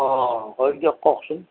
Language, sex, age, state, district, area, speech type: Assamese, male, 45-60, Assam, Nalbari, rural, conversation